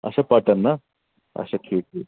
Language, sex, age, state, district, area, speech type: Kashmiri, male, 18-30, Jammu and Kashmir, Anantnag, urban, conversation